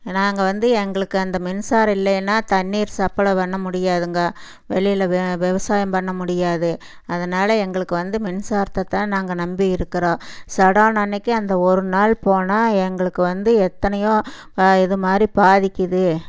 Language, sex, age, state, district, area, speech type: Tamil, female, 60+, Tamil Nadu, Erode, urban, spontaneous